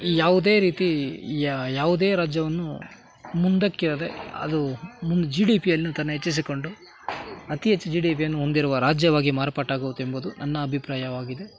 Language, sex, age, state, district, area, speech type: Kannada, male, 60+, Karnataka, Kolar, rural, spontaneous